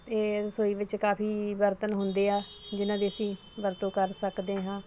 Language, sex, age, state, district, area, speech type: Punjabi, female, 30-45, Punjab, Ludhiana, urban, spontaneous